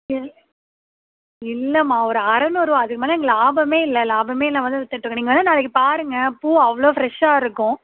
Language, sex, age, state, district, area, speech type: Tamil, female, 18-30, Tamil Nadu, Mayiladuthurai, rural, conversation